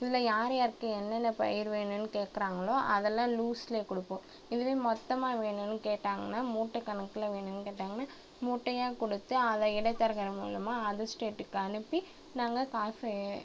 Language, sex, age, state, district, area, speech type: Tamil, female, 18-30, Tamil Nadu, Cuddalore, rural, spontaneous